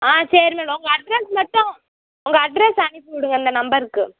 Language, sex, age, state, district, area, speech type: Tamil, female, 18-30, Tamil Nadu, Madurai, rural, conversation